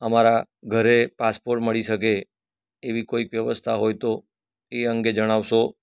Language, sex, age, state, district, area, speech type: Gujarati, male, 45-60, Gujarat, Surat, rural, spontaneous